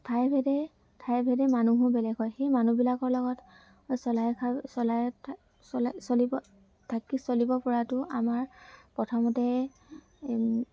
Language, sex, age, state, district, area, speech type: Assamese, female, 18-30, Assam, Dhemaji, urban, spontaneous